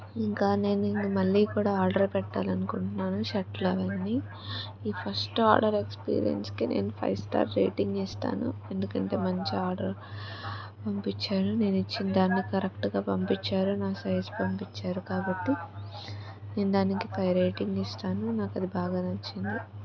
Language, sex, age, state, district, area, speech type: Telugu, female, 18-30, Andhra Pradesh, Palnadu, urban, spontaneous